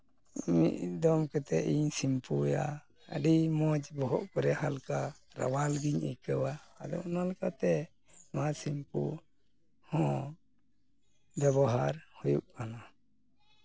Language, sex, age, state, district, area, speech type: Santali, male, 45-60, West Bengal, Malda, rural, spontaneous